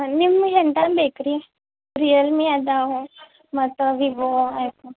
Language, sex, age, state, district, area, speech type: Kannada, female, 18-30, Karnataka, Belgaum, rural, conversation